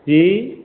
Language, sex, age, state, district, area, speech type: Sindhi, male, 60+, Madhya Pradesh, Katni, urban, conversation